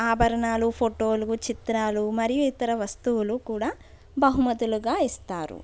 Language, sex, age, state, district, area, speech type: Telugu, female, 60+, Andhra Pradesh, East Godavari, urban, spontaneous